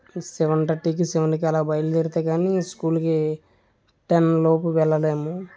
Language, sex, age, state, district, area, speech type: Telugu, male, 30-45, Andhra Pradesh, Vizianagaram, rural, spontaneous